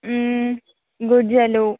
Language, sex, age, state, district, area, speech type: Telugu, female, 18-30, Andhra Pradesh, Visakhapatnam, urban, conversation